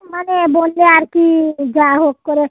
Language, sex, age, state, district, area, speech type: Bengali, female, 45-60, West Bengal, Dakshin Dinajpur, urban, conversation